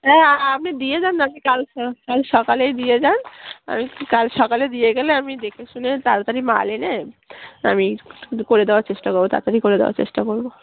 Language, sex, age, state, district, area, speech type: Bengali, female, 18-30, West Bengal, Darjeeling, urban, conversation